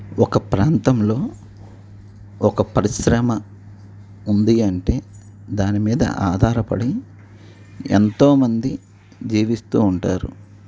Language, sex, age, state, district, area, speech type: Telugu, male, 45-60, Andhra Pradesh, N T Rama Rao, urban, spontaneous